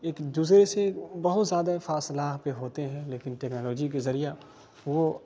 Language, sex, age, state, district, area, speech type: Urdu, male, 30-45, Bihar, Khagaria, rural, spontaneous